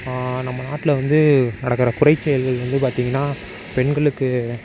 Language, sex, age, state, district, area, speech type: Tamil, male, 18-30, Tamil Nadu, Mayiladuthurai, urban, spontaneous